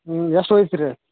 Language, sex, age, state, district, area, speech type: Kannada, male, 45-60, Karnataka, Belgaum, rural, conversation